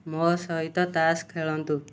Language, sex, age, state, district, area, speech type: Odia, male, 18-30, Odisha, Kendujhar, urban, read